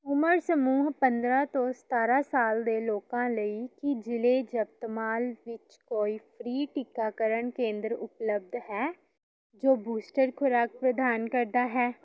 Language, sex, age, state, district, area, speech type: Punjabi, female, 18-30, Punjab, Gurdaspur, urban, read